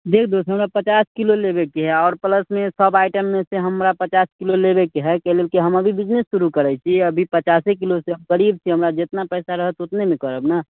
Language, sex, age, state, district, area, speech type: Maithili, male, 18-30, Bihar, Muzaffarpur, rural, conversation